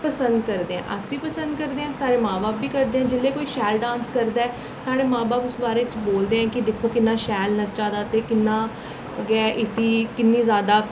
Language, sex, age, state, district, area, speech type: Dogri, female, 18-30, Jammu and Kashmir, Reasi, urban, spontaneous